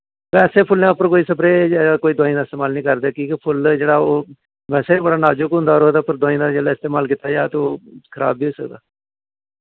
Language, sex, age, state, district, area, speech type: Dogri, male, 45-60, Jammu and Kashmir, Jammu, rural, conversation